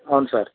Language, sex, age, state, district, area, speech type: Telugu, male, 45-60, Andhra Pradesh, Krishna, rural, conversation